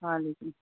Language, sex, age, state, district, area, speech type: Urdu, female, 45-60, Bihar, Supaul, rural, conversation